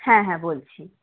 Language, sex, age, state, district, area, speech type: Bengali, female, 18-30, West Bengal, Howrah, urban, conversation